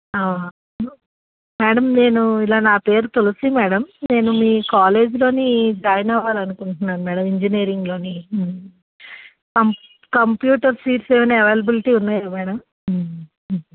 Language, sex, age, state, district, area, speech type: Telugu, female, 45-60, Andhra Pradesh, Alluri Sitarama Raju, rural, conversation